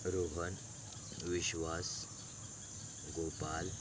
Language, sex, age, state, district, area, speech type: Marathi, male, 18-30, Maharashtra, Thane, rural, spontaneous